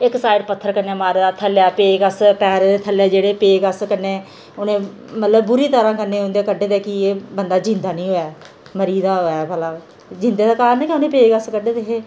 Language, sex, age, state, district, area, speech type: Dogri, female, 30-45, Jammu and Kashmir, Jammu, rural, spontaneous